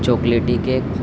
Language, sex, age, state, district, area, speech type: Urdu, male, 18-30, Delhi, New Delhi, urban, spontaneous